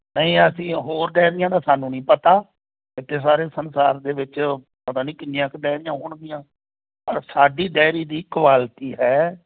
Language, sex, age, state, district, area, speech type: Punjabi, male, 45-60, Punjab, Moga, rural, conversation